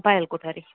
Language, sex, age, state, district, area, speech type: Gujarati, female, 18-30, Gujarat, Junagadh, urban, conversation